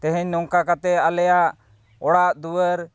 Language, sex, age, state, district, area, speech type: Santali, male, 30-45, Jharkhand, East Singhbhum, rural, spontaneous